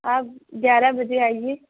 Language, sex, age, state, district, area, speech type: Urdu, female, 30-45, Uttar Pradesh, Lucknow, rural, conversation